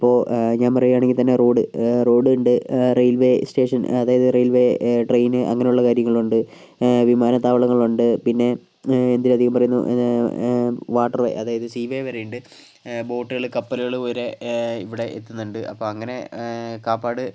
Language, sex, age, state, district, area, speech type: Malayalam, male, 18-30, Kerala, Kozhikode, urban, spontaneous